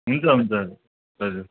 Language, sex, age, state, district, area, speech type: Nepali, male, 18-30, West Bengal, Kalimpong, rural, conversation